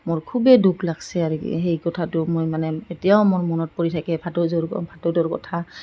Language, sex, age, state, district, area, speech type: Assamese, female, 45-60, Assam, Goalpara, urban, spontaneous